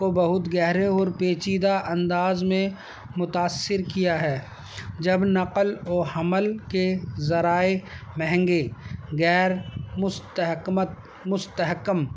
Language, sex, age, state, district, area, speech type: Urdu, male, 60+, Delhi, North East Delhi, urban, spontaneous